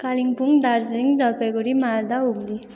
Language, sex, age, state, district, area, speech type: Nepali, female, 18-30, West Bengal, Kalimpong, rural, spontaneous